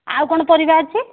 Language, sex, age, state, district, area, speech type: Odia, female, 60+, Odisha, Jharsuguda, rural, conversation